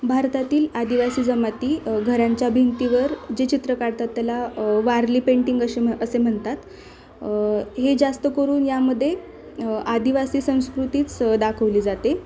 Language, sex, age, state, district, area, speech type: Marathi, female, 18-30, Maharashtra, Osmanabad, rural, spontaneous